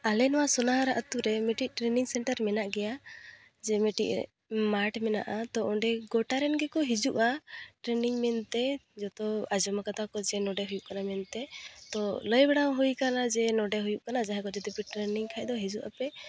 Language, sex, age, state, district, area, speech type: Santali, female, 18-30, West Bengal, Purulia, rural, spontaneous